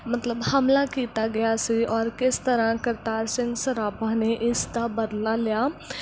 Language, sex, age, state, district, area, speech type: Punjabi, female, 18-30, Punjab, Mansa, rural, spontaneous